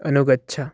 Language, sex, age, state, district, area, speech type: Sanskrit, male, 18-30, Karnataka, Uttara Kannada, urban, read